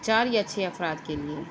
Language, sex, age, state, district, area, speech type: Urdu, female, 18-30, Uttar Pradesh, Mau, urban, spontaneous